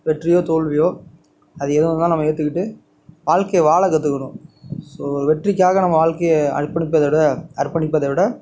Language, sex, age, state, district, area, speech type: Tamil, male, 30-45, Tamil Nadu, Tiruvarur, rural, spontaneous